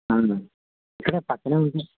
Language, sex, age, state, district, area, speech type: Telugu, male, 18-30, Andhra Pradesh, N T Rama Rao, urban, conversation